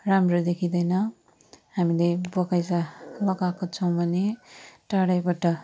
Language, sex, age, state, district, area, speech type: Nepali, female, 30-45, West Bengal, Darjeeling, rural, spontaneous